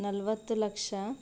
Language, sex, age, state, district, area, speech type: Kannada, female, 30-45, Karnataka, Bidar, urban, spontaneous